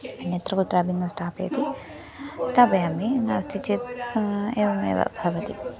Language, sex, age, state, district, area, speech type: Sanskrit, female, 18-30, Kerala, Thrissur, urban, spontaneous